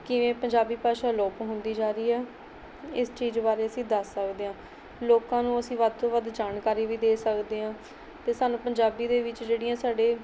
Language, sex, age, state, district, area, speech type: Punjabi, female, 18-30, Punjab, Mohali, rural, spontaneous